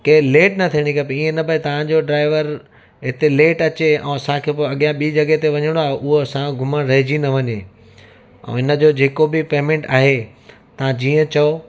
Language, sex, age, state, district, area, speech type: Sindhi, male, 45-60, Gujarat, Surat, urban, spontaneous